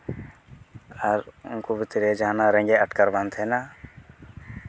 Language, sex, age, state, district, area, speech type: Santali, male, 18-30, West Bengal, Uttar Dinajpur, rural, spontaneous